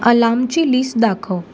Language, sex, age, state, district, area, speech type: Marathi, female, 18-30, Maharashtra, Mumbai City, urban, read